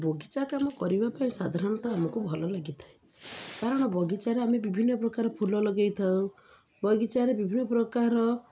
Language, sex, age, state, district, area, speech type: Odia, female, 30-45, Odisha, Jagatsinghpur, urban, spontaneous